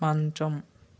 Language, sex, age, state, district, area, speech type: Telugu, male, 45-60, Andhra Pradesh, West Godavari, rural, read